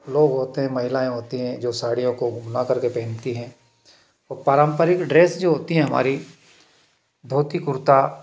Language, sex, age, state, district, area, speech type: Hindi, male, 30-45, Madhya Pradesh, Ujjain, urban, spontaneous